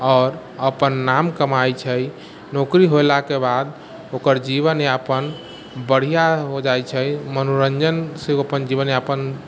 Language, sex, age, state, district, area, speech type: Maithili, male, 45-60, Bihar, Sitamarhi, rural, spontaneous